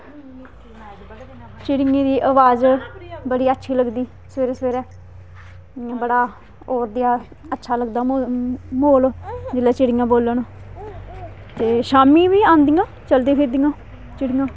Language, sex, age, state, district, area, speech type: Dogri, female, 30-45, Jammu and Kashmir, Kathua, rural, spontaneous